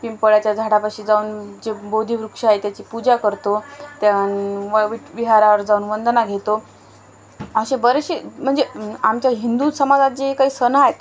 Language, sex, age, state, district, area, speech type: Marathi, female, 30-45, Maharashtra, Washim, urban, spontaneous